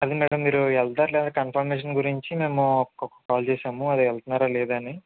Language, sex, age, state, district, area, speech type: Telugu, male, 45-60, Andhra Pradesh, Kakinada, rural, conversation